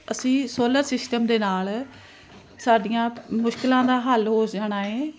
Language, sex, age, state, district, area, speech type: Punjabi, female, 45-60, Punjab, Jalandhar, urban, spontaneous